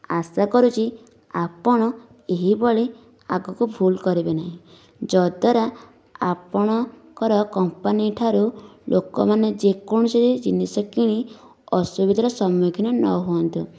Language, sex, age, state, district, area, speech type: Odia, female, 30-45, Odisha, Nayagarh, rural, spontaneous